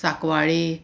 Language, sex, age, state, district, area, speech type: Goan Konkani, female, 45-60, Goa, Murmgao, urban, spontaneous